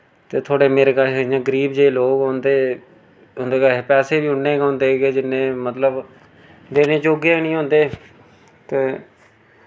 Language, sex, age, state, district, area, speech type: Dogri, male, 30-45, Jammu and Kashmir, Reasi, rural, spontaneous